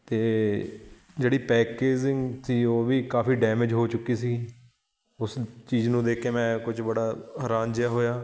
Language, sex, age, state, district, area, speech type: Punjabi, male, 30-45, Punjab, Shaheed Bhagat Singh Nagar, urban, spontaneous